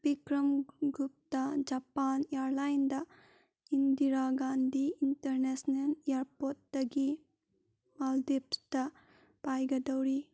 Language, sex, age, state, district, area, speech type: Manipuri, female, 30-45, Manipur, Kangpokpi, rural, read